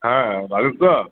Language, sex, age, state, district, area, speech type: Bengali, male, 30-45, West Bengal, Uttar Dinajpur, urban, conversation